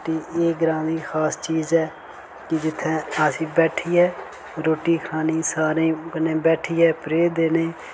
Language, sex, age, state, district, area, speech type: Dogri, male, 18-30, Jammu and Kashmir, Reasi, rural, spontaneous